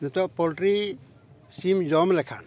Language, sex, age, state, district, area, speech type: Santali, male, 45-60, Jharkhand, Bokaro, rural, spontaneous